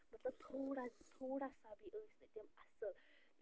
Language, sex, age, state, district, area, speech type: Kashmiri, female, 30-45, Jammu and Kashmir, Bandipora, rural, spontaneous